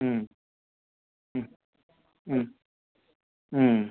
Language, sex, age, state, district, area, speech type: Tamil, male, 60+, Tamil Nadu, Ariyalur, rural, conversation